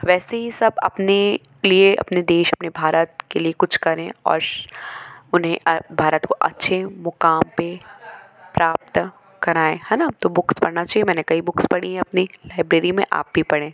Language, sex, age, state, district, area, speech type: Hindi, female, 18-30, Madhya Pradesh, Jabalpur, urban, spontaneous